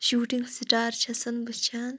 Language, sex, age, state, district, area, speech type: Kashmiri, female, 18-30, Jammu and Kashmir, Shopian, rural, spontaneous